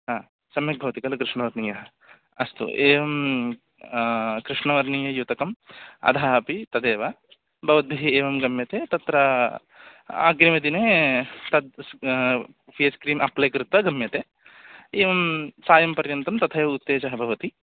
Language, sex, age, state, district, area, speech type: Sanskrit, male, 18-30, Andhra Pradesh, West Godavari, rural, conversation